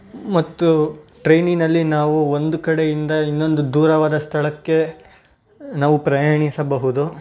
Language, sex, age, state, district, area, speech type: Kannada, male, 18-30, Karnataka, Bangalore Rural, urban, spontaneous